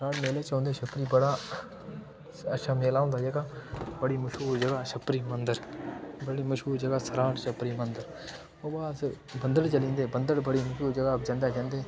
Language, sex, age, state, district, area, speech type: Dogri, male, 18-30, Jammu and Kashmir, Udhampur, rural, spontaneous